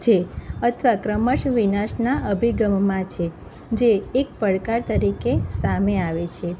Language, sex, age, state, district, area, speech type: Gujarati, female, 30-45, Gujarat, Kheda, rural, spontaneous